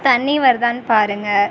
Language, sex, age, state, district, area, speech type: Tamil, female, 18-30, Tamil Nadu, Tiruchirappalli, rural, spontaneous